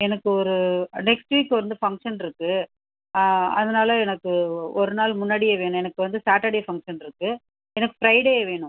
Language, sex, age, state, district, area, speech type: Tamil, female, 30-45, Tamil Nadu, Tiruchirappalli, rural, conversation